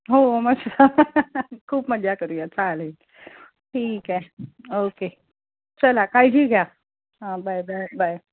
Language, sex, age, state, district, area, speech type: Marathi, female, 45-60, Maharashtra, Mumbai Suburban, urban, conversation